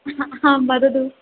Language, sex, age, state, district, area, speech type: Sanskrit, female, 18-30, Kerala, Thrissur, urban, conversation